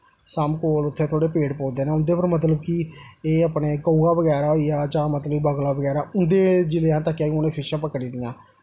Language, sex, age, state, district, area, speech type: Dogri, male, 30-45, Jammu and Kashmir, Jammu, rural, spontaneous